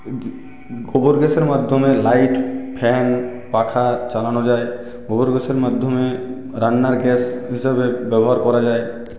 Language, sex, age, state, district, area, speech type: Bengali, male, 45-60, West Bengal, Purulia, urban, spontaneous